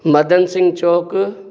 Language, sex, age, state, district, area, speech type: Sindhi, male, 60+, Gujarat, Kutch, rural, spontaneous